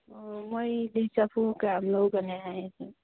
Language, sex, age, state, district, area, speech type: Manipuri, female, 30-45, Manipur, Churachandpur, rural, conversation